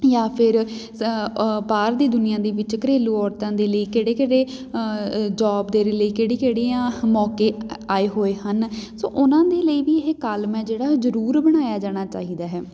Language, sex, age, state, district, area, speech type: Punjabi, female, 30-45, Punjab, Patiala, rural, spontaneous